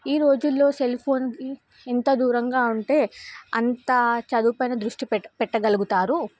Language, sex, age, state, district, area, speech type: Telugu, female, 18-30, Telangana, Nizamabad, urban, spontaneous